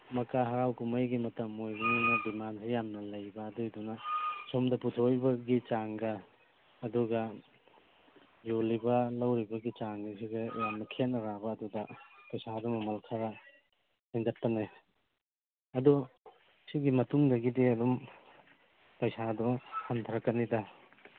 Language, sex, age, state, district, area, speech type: Manipuri, male, 45-60, Manipur, Churachandpur, rural, conversation